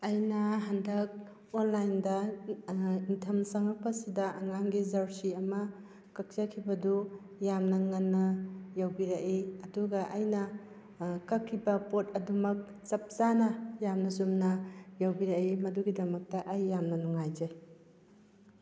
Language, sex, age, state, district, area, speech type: Manipuri, female, 45-60, Manipur, Kakching, rural, spontaneous